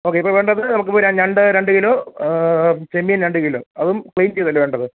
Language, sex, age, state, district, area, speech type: Malayalam, male, 30-45, Kerala, Pathanamthitta, rural, conversation